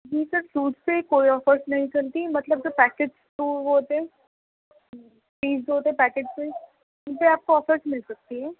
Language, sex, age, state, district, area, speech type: Urdu, female, 18-30, Delhi, East Delhi, urban, conversation